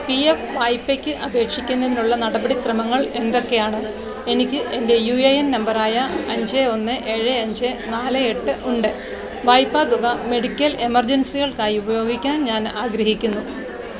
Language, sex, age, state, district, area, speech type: Malayalam, female, 45-60, Kerala, Alappuzha, rural, read